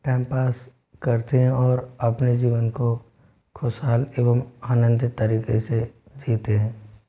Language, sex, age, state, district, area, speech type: Hindi, male, 45-60, Rajasthan, Jodhpur, urban, spontaneous